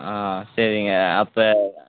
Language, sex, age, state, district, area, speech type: Tamil, male, 18-30, Tamil Nadu, Tiruvannamalai, rural, conversation